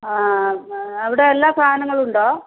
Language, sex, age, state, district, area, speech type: Malayalam, female, 60+, Kerala, Wayanad, rural, conversation